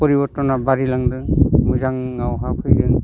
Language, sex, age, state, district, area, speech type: Bodo, male, 60+, Assam, Udalguri, rural, spontaneous